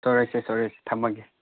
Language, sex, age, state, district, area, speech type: Manipuri, male, 30-45, Manipur, Chandel, rural, conversation